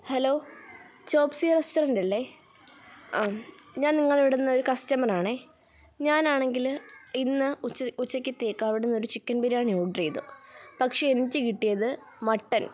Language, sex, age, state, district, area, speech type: Malayalam, female, 18-30, Kerala, Kottayam, rural, spontaneous